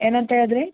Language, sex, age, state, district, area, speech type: Kannada, female, 30-45, Karnataka, Uttara Kannada, rural, conversation